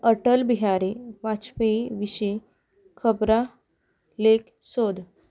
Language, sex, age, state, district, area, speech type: Goan Konkani, female, 18-30, Goa, Canacona, rural, read